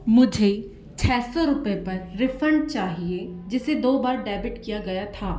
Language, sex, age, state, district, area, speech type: Hindi, female, 18-30, Madhya Pradesh, Bhopal, urban, read